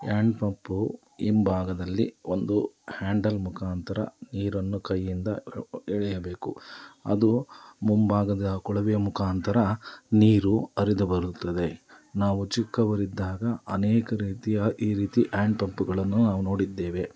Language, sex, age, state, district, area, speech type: Kannada, male, 30-45, Karnataka, Davanagere, rural, spontaneous